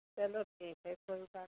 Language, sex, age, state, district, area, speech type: Hindi, female, 30-45, Uttar Pradesh, Jaunpur, rural, conversation